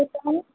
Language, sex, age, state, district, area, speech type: Urdu, female, 30-45, Uttar Pradesh, Balrampur, rural, conversation